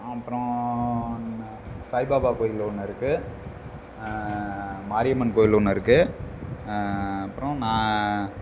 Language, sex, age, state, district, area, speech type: Tamil, male, 30-45, Tamil Nadu, Namakkal, rural, spontaneous